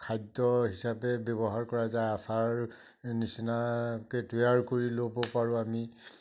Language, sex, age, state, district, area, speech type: Assamese, male, 60+, Assam, Majuli, rural, spontaneous